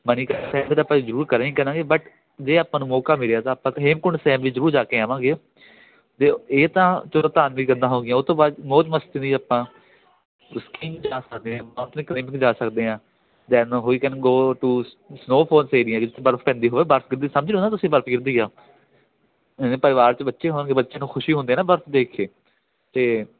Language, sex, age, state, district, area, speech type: Punjabi, male, 18-30, Punjab, Ludhiana, rural, conversation